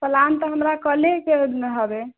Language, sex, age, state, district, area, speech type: Maithili, female, 30-45, Bihar, Sitamarhi, rural, conversation